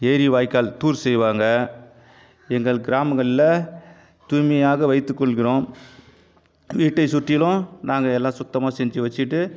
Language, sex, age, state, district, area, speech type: Tamil, male, 45-60, Tamil Nadu, Viluppuram, rural, spontaneous